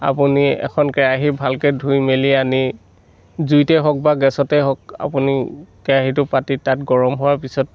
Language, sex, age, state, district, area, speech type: Assamese, male, 60+, Assam, Dhemaji, rural, spontaneous